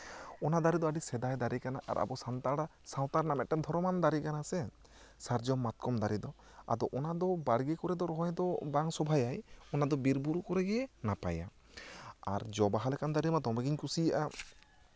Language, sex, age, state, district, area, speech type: Santali, male, 30-45, West Bengal, Bankura, rural, spontaneous